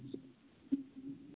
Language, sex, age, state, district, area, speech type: Kashmiri, male, 30-45, Jammu and Kashmir, Budgam, rural, conversation